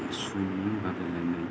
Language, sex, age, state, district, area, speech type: Bodo, male, 45-60, Assam, Kokrajhar, rural, spontaneous